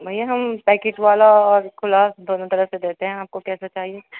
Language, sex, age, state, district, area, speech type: Urdu, female, 30-45, Uttar Pradesh, Muzaffarnagar, urban, conversation